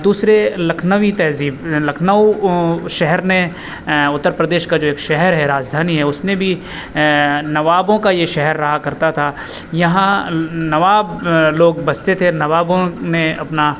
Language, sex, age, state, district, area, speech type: Urdu, male, 30-45, Uttar Pradesh, Aligarh, urban, spontaneous